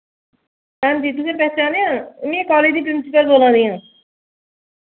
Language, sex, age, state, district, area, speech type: Dogri, female, 45-60, Jammu and Kashmir, Jammu, urban, conversation